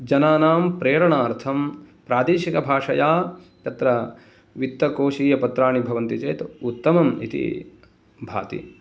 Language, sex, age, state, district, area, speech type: Sanskrit, male, 30-45, Karnataka, Uttara Kannada, rural, spontaneous